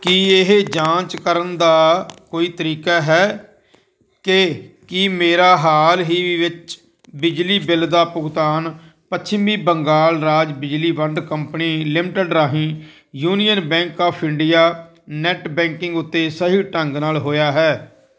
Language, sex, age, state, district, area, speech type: Punjabi, male, 45-60, Punjab, Firozpur, rural, read